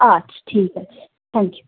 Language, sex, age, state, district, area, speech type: Bengali, female, 18-30, West Bengal, Howrah, urban, conversation